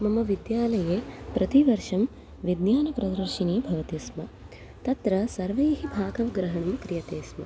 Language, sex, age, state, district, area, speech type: Sanskrit, female, 60+, Maharashtra, Mumbai City, urban, spontaneous